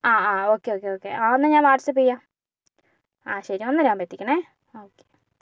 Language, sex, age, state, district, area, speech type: Malayalam, female, 60+, Kerala, Kozhikode, urban, spontaneous